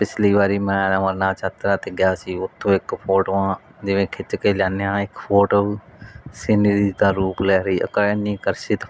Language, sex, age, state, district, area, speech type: Punjabi, male, 30-45, Punjab, Mansa, urban, spontaneous